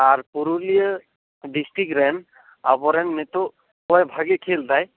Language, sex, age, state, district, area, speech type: Santali, male, 18-30, West Bengal, Bankura, rural, conversation